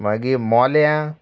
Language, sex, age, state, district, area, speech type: Goan Konkani, male, 45-60, Goa, Murmgao, rural, spontaneous